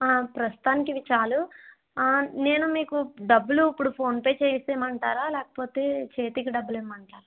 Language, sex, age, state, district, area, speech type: Telugu, female, 45-60, Andhra Pradesh, East Godavari, rural, conversation